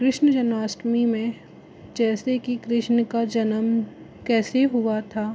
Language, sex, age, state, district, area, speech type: Hindi, male, 60+, Rajasthan, Jaipur, urban, spontaneous